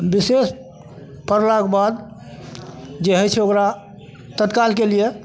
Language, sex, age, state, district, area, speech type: Maithili, male, 60+, Bihar, Madhepura, urban, spontaneous